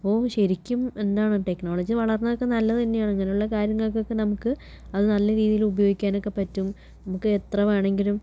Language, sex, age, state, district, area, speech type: Malayalam, female, 60+, Kerala, Palakkad, rural, spontaneous